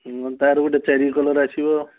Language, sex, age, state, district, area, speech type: Odia, male, 45-60, Odisha, Balasore, rural, conversation